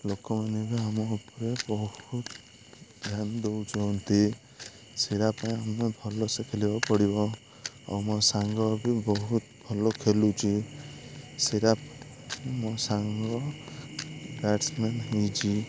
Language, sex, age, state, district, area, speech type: Odia, male, 30-45, Odisha, Malkangiri, urban, spontaneous